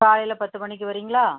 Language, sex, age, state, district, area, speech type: Tamil, female, 30-45, Tamil Nadu, Tiruchirappalli, rural, conversation